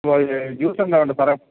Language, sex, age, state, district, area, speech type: Malayalam, male, 45-60, Kerala, Alappuzha, rural, conversation